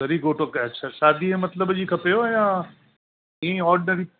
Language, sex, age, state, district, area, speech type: Sindhi, male, 60+, Delhi, South Delhi, urban, conversation